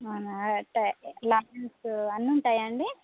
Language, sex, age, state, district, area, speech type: Telugu, female, 30-45, Telangana, Hanamkonda, urban, conversation